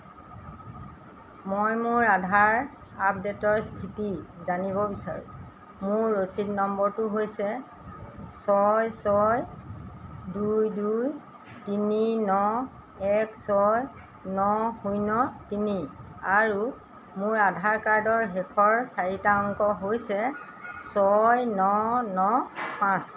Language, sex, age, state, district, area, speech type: Assamese, female, 60+, Assam, Golaghat, rural, read